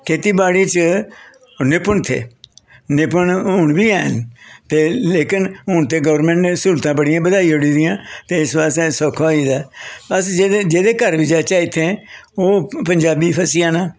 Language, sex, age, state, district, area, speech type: Dogri, male, 60+, Jammu and Kashmir, Jammu, urban, spontaneous